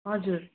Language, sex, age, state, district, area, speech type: Nepali, female, 45-60, West Bengal, Darjeeling, rural, conversation